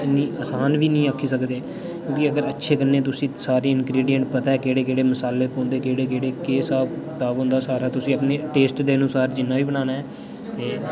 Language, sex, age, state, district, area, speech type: Dogri, male, 18-30, Jammu and Kashmir, Udhampur, rural, spontaneous